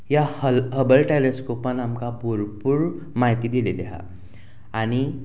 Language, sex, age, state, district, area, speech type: Goan Konkani, male, 30-45, Goa, Canacona, rural, spontaneous